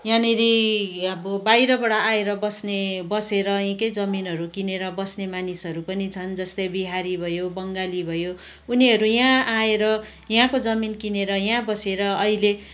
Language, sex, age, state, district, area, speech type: Nepali, female, 45-60, West Bengal, Kalimpong, rural, spontaneous